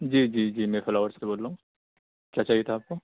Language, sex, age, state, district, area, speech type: Urdu, male, 18-30, Uttar Pradesh, Ghaziabad, urban, conversation